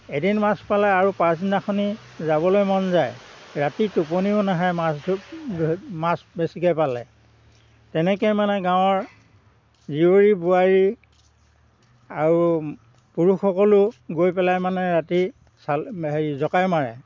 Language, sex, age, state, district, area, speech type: Assamese, male, 60+, Assam, Dhemaji, rural, spontaneous